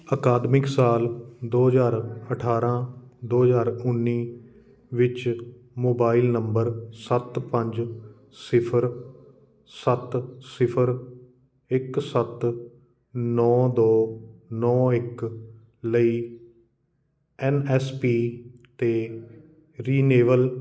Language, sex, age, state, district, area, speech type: Punjabi, male, 30-45, Punjab, Kapurthala, urban, read